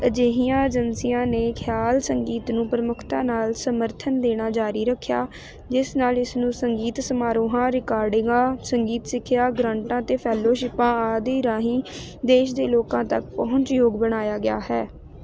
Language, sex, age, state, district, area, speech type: Punjabi, female, 18-30, Punjab, Ludhiana, rural, read